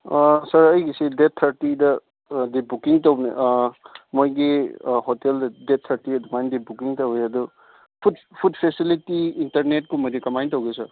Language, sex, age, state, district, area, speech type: Manipuri, male, 18-30, Manipur, Chandel, rural, conversation